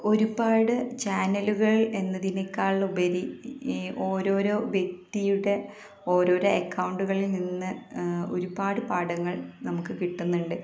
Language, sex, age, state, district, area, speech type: Malayalam, female, 18-30, Kerala, Malappuram, rural, spontaneous